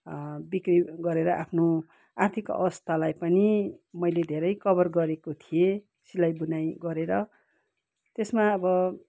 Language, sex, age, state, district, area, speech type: Nepali, female, 45-60, West Bengal, Kalimpong, rural, spontaneous